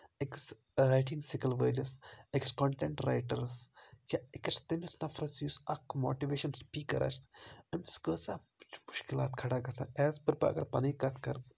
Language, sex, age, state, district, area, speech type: Kashmiri, male, 30-45, Jammu and Kashmir, Baramulla, rural, spontaneous